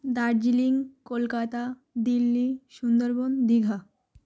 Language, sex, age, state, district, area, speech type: Bengali, female, 18-30, West Bengal, Uttar Dinajpur, urban, spontaneous